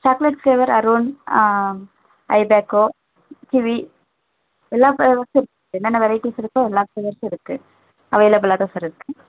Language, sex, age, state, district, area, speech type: Tamil, female, 18-30, Tamil Nadu, Tenkasi, rural, conversation